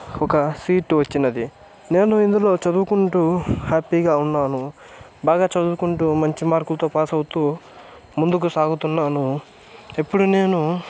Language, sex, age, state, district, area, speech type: Telugu, male, 18-30, Andhra Pradesh, Chittoor, rural, spontaneous